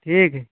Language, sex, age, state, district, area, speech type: Hindi, male, 45-60, Uttar Pradesh, Prayagraj, rural, conversation